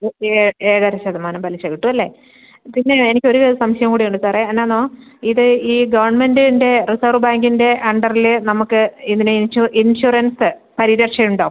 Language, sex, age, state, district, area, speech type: Malayalam, female, 45-60, Kerala, Kasaragod, urban, conversation